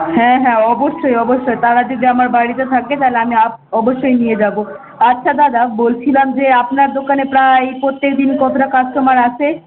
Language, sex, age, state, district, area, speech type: Bengali, female, 18-30, West Bengal, Malda, urban, conversation